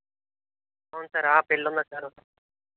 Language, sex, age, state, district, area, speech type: Telugu, male, 30-45, Andhra Pradesh, East Godavari, urban, conversation